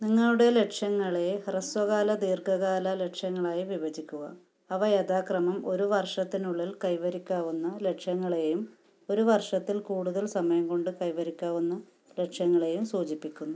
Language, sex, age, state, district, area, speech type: Malayalam, female, 45-60, Kerala, Kasaragod, rural, read